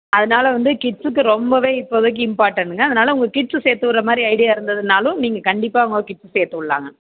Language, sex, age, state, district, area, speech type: Tamil, female, 30-45, Tamil Nadu, Tiruppur, urban, conversation